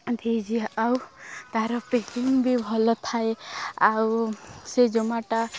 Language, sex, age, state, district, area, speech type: Odia, female, 18-30, Odisha, Nuapada, urban, spontaneous